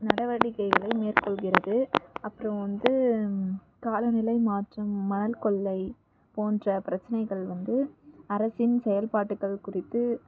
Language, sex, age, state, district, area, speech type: Tamil, female, 18-30, Tamil Nadu, Tiruvannamalai, rural, spontaneous